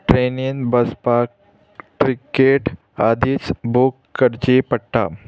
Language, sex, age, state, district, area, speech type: Goan Konkani, male, 18-30, Goa, Murmgao, urban, spontaneous